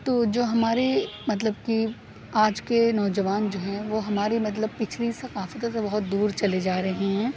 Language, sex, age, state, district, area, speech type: Urdu, female, 18-30, Uttar Pradesh, Aligarh, urban, spontaneous